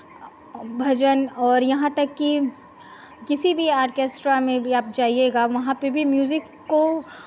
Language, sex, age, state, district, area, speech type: Hindi, female, 30-45, Bihar, Begusarai, rural, spontaneous